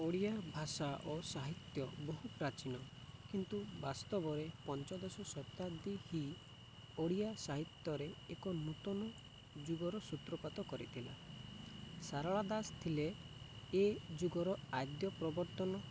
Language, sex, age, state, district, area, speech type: Odia, male, 45-60, Odisha, Malkangiri, urban, spontaneous